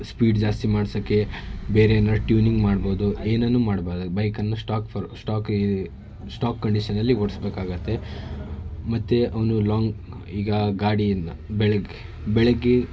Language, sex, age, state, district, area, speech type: Kannada, male, 18-30, Karnataka, Shimoga, rural, spontaneous